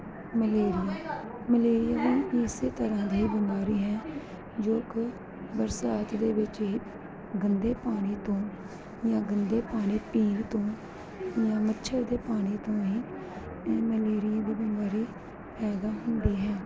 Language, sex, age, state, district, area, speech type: Punjabi, female, 30-45, Punjab, Gurdaspur, urban, spontaneous